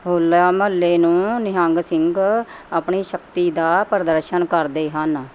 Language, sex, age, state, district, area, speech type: Punjabi, female, 45-60, Punjab, Mohali, urban, spontaneous